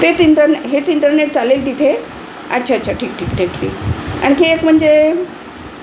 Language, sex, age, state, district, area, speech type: Marathi, female, 60+, Maharashtra, Wardha, urban, spontaneous